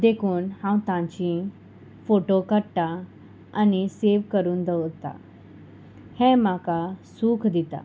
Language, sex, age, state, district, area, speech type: Goan Konkani, female, 30-45, Goa, Salcete, rural, spontaneous